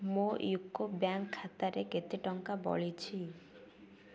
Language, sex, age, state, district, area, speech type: Odia, female, 18-30, Odisha, Ganjam, urban, read